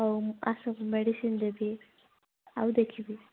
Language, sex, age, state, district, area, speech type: Odia, female, 18-30, Odisha, Koraput, urban, conversation